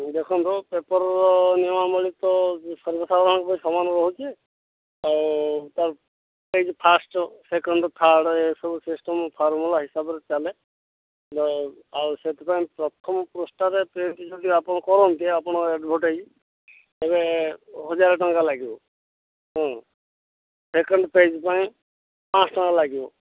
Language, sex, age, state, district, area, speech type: Odia, male, 60+, Odisha, Jharsuguda, rural, conversation